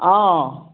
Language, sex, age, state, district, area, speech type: Assamese, female, 60+, Assam, Sivasagar, urban, conversation